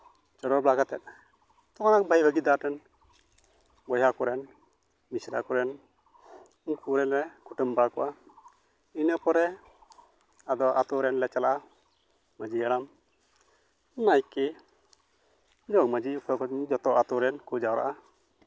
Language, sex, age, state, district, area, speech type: Santali, male, 45-60, West Bengal, Uttar Dinajpur, rural, spontaneous